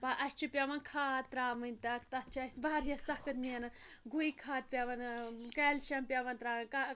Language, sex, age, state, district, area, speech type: Kashmiri, female, 45-60, Jammu and Kashmir, Anantnag, rural, spontaneous